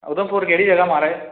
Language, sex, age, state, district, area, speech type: Dogri, male, 18-30, Jammu and Kashmir, Udhampur, urban, conversation